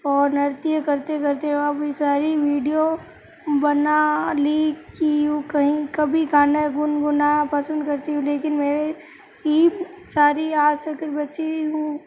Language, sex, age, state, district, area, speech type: Hindi, female, 18-30, Rajasthan, Jodhpur, urban, spontaneous